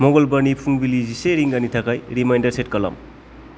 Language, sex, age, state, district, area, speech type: Bodo, male, 30-45, Assam, Kokrajhar, rural, read